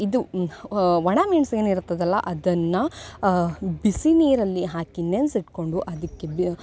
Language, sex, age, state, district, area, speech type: Kannada, female, 18-30, Karnataka, Uttara Kannada, rural, spontaneous